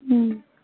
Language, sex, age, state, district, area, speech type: Punjabi, female, 45-60, Punjab, Faridkot, urban, conversation